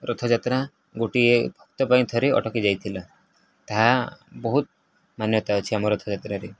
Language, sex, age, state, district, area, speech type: Odia, male, 18-30, Odisha, Nuapada, urban, spontaneous